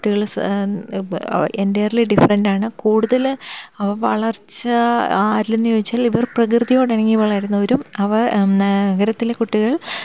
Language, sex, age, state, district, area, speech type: Malayalam, female, 30-45, Kerala, Thiruvananthapuram, urban, spontaneous